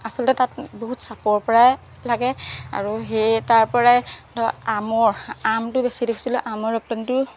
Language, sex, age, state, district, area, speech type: Assamese, female, 30-45, Assam, Golaghat, urban, spontaneous